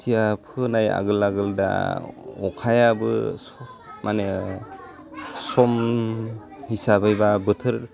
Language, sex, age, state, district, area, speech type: Bodo, male, 30-45, Assam, Udalguri, rural, spontaneous